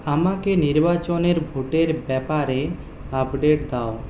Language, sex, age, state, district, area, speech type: Bengali, male, 30-45, West Bengal, Purulia, urban, read